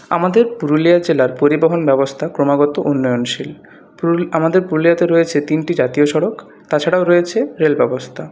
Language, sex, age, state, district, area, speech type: Bengali, male, 30-45, West Bengal, Purulia, urban, spontaneous